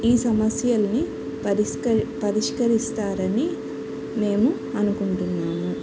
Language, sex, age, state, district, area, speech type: Telugu, female, 30-45, Andhra Pradesh, N T Rama Rao, urban, spontaneous